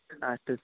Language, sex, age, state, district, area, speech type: Sanskrit, male, 18-30, Kerala, Thiruvananthapuram, urban, conversation